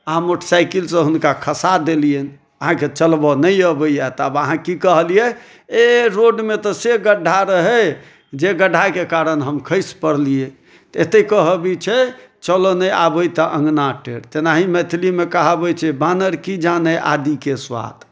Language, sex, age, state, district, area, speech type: Maithili, male, 30-45, Bihar, Madhubani, urban, spontaneous